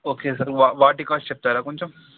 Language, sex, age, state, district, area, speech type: Telugu, male, 18-30, Telangana, Sangareddy, urban, conversation